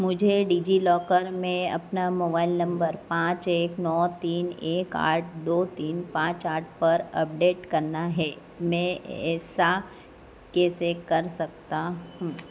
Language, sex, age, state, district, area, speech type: Hindi, female, 45-60, Madhya Pradesh, Harda, urban, read